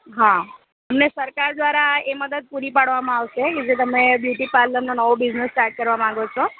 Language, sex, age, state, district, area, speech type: Gujarati, female, 30-45, Gujarat, Narmada, rural, conversation